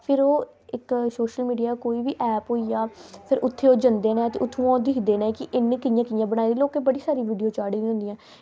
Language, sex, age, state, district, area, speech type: Dogri, female, 18-30, Jammu and Kashmir, Samba, rural, spontaneous